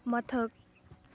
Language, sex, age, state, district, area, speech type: Manipuri, female, 18-30, Manipur, Kakching, rural, read